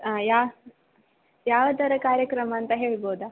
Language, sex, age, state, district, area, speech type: Kannada, female, 18-30, Karnataka, Udupi, rural, conversation